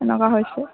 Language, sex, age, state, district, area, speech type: Assamese, female, 18-30, Assam, Sivasagar, rural, conversation